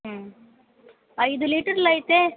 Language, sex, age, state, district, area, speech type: Telugu, female, 18-30, Andhra Pradesh, Kadapa, rural, conversation